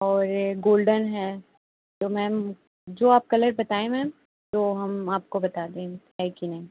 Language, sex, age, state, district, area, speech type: Hindi, female, 18-30, Uttar Pradesh, Pratapgarh, rural, conversation